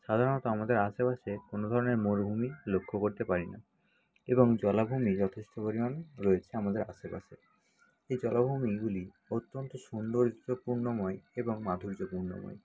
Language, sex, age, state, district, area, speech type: Bengali, male, 60+, West Bengal, Nadia, rural, spontaneous